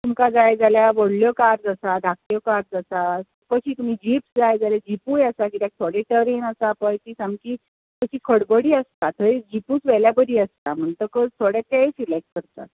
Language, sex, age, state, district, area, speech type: Goan Konkani, female, 45-60, Goa, Bardez, urban, conversation